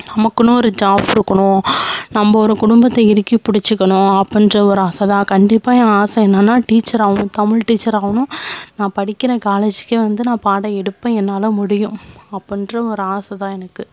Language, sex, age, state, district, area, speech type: Tamil, female, 18-30, Tamil Nadu, Tiruvarur, rural, spontaneous